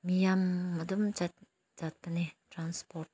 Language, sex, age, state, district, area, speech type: Manipuri, female, 30-45, Manipur, Senapati, rural, spontaneous